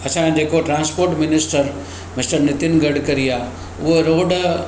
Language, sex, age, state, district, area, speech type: Sindhi, male, 60+, Maharashtra, Mumbai Suburban, urban, spontaneous